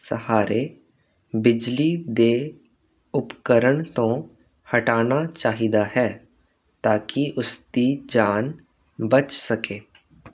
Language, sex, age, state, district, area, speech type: Punjabi, male, 18-30, Punjab, Kapurthala, urban, spontaneous